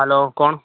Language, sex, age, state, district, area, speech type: Gujarati, male, 18-30, Gujarat, Rajkot, urban, conversation